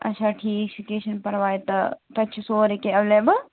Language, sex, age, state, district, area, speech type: Kashmiri, female, 45-60, Jammu and Kashmir, Srinagar, urban, conversation